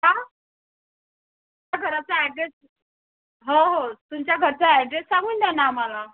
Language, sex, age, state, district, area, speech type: Marathi, female, 30-45, Maharashtra, Thane, urban, conversation